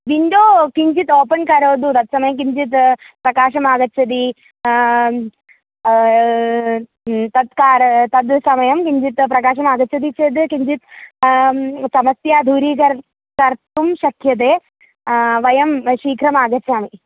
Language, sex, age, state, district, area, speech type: Sanskrit, female, 18-30, Kerala, Thrissur, rural, conversation